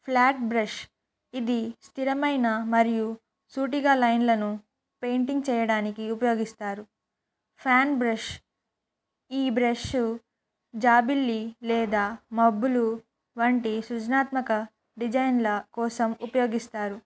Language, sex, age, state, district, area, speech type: Telugu, female, 18-30, Telangana, Kamareddy, urban, spontaneous